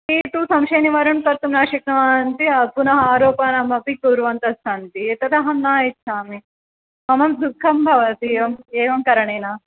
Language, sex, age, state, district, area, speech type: Sanskrit, female, 18-30, Andhra Pradesh, Chittoor, urban, conversation